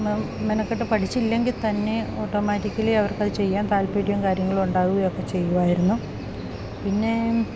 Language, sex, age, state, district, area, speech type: Malayalam, female, 45-60, Kerala, Idukki, rural, spontaneous